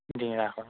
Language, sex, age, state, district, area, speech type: Assamese, male, 18-30, Assam, Majuli, urban, conversation